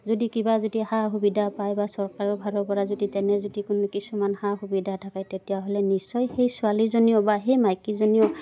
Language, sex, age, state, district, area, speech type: Assamese, female, 30-45, Assam, Udalguri, rural, spontaneous